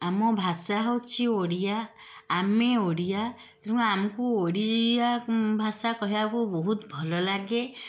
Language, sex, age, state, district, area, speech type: Odia, female, 45-60, Odisha, Puri, urban, spontaneous